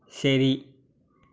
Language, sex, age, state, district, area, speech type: Malayalam, male, 18-30, Kerala, Malappuram, rural, read